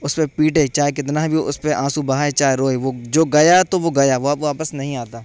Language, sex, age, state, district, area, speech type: Urdu, male, 18-30, Uttar Pradesh, Saharanpur, urban, spontaneous